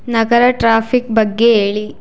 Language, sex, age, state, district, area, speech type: Kannada, female, 18-30, Karnataka, Chitradurga, rural, read